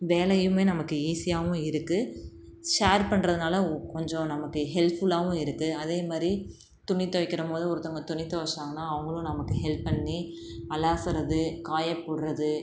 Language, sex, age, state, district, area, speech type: Tamil, female, 30-45, Tamil Nadu, Tiruchirappalli, rural, spontaneous